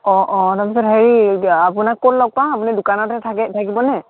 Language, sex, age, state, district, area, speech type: Assamese, male, 18-30, Assam, Dhemaji, rural, conversation